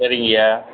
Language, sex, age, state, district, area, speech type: Tamil, male, 60+, Tamil Nadu, Tiruchirappalli, rural, conversation